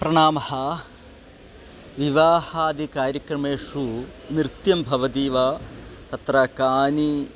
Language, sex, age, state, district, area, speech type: Sanskrit, male, 45-60, Kerala, Kollam, rural, spontaneous